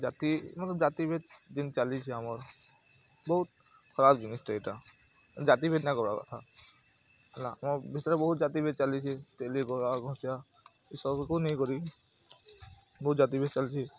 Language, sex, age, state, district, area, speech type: Odia, male, 18-30, Odisha, Bargarh, urban, spontaneous